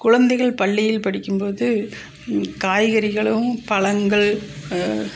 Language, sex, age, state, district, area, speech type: Tamil, female, 45-60, Tamil Nadu, Coimbatore, urban, spontaneous